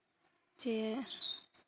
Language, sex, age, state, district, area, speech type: Santali, female, 18-30, Jharkhand, Seraikela Kharsawan, rural, spontaneous